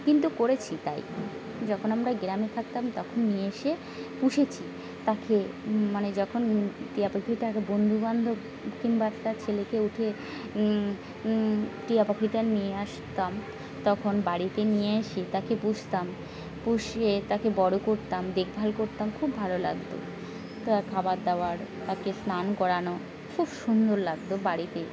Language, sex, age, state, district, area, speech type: Bengali, female, 45-60, West Bengal, Birbhum, urban, spontaneous